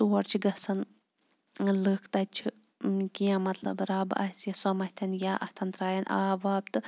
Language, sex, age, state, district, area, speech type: Kashmiri, female, 30-45, Jammu and Kashmir, Kulgam, rural, spontaneous